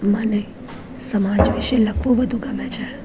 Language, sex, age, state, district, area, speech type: Gujarati, female, 18-30, Gujarat, Junagadh, urban, spontaneous